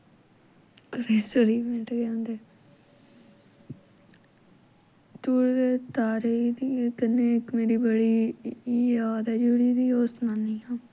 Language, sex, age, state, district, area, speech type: Dogri, female, 18-30, Jammu and Kashmir, Jammu, rural, spontaneous